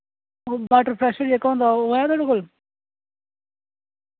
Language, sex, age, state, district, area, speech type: Dogri, male, 18-30, Jammu and Kashmir, Reasi, rural, conversation